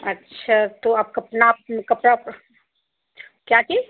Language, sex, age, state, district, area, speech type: Hindi, female, 45-60, Uttar Pradesh, Azamgarh, rural, conversation